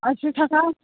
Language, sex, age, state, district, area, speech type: Bodo, female, 60+, Assam, Chirang, rural, conversation